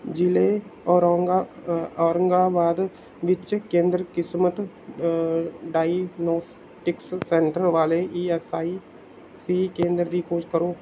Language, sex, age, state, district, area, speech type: Punjabi, male, 18-30, Punjab, Bathinda, rural, read